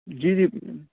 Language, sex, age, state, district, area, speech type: Urdu, male, 18-30, Delhi, Central Delhi, urban, conversation